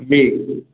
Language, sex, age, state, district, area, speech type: Maithili, male, 18-30, Bihar, Sitamarhi, rural, conversation